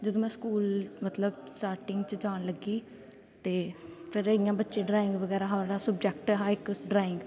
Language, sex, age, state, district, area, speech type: Dogri, female, 18-30, Jammu and Kashmir, Jammu, rural, spontaneous